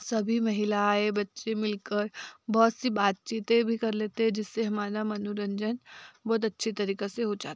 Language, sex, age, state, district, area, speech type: Hindi, female, 30-45, Madhya Pradesh, Betul, rural, spontaneous